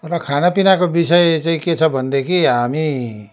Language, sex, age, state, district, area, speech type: Nepali, male, 60+, West Bengal, Darjeeling, rural, spontaneous